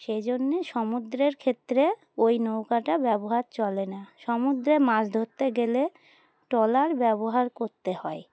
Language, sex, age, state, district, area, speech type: Bengali, female, 30-45, West Bengal, Dakshin Dinajpur, urban, spontaneous